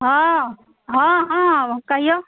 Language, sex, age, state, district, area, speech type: Maithili, female, 45-60, Bihar, Supaul, rural, conversation